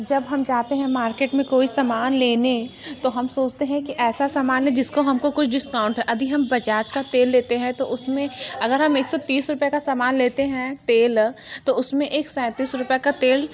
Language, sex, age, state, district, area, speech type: Hindi, female, 45-60, Uttar Pradesh, Mirzapur, rural, spontaneous